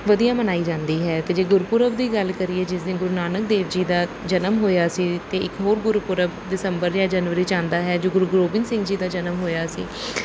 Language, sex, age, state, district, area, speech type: Punjabi, female, 30-45, Punjab, Bathinda, urban, spontaneous